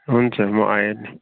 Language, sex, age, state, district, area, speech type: Nepali, male, 45-60, West Bengal, Darjeeling, rural, conversation